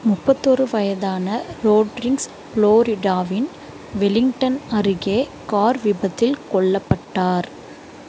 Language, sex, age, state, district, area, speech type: Tamil, female, 30-45, Tamil Nadu, Chennai, urban, read